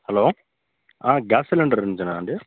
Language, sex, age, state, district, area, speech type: Telugu, male, 18-30, Andhra Pradesh, Bapatla, urban, conversation